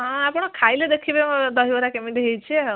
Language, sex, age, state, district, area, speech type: Odia, female, 18-30, Odisha, Kendujhar, urban, conversation